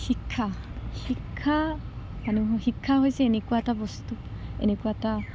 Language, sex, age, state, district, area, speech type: Assamese, female, 30-45, Assam, Morigaon, rural, spontaneous